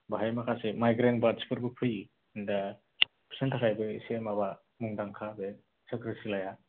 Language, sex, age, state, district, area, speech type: Bodo, male, 18-30, Assam, Kokrajhar, rural, conversation